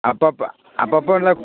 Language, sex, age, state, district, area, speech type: Tamil, male, 60+, Tamil Nadu, Tiruvarur, rural, conversation